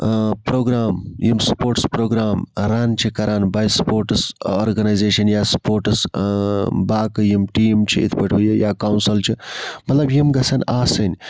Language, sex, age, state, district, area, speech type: Kashmiri, male, 30-45, Jammu and Kashmir, Budgam, rural, spontaneous